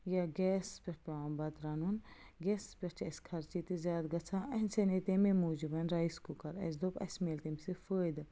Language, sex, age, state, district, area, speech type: Kashmiri, female, 18-30, Jammu and Kashmir, Baramulla, rural, spontaneous